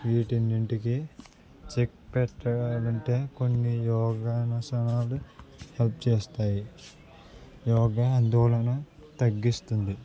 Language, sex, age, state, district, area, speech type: Telugu, male, 18-30, Andhra Pradesh, Anakapalli, rural, spontaneous